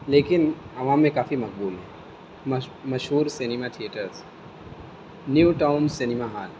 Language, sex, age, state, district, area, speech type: Urdu, male, 30-45, Uttar Pradesh, Azamgarh, rural, spontaneous